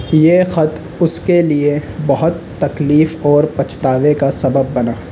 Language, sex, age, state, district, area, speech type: Urdu, male, 18-30, Delhi, North West Delhi, urban, read